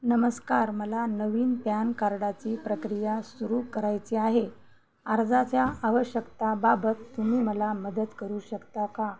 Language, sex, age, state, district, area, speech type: Marathi, female, 45-60, Maharashtra, Hingoli, urban, read